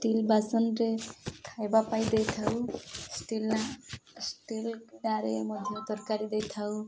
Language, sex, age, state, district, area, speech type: Odia, female, 18-30, Odisha, Nabarangpur, urban, spontaneous